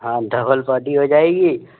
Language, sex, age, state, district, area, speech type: Hindi, male, 18-30, Madhya Pradesh, Gwalior, urban, conversation